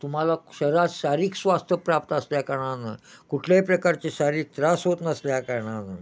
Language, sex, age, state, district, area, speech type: Marathi, male, 60+, Maharashtra, Kolhapur, urban, spontaneous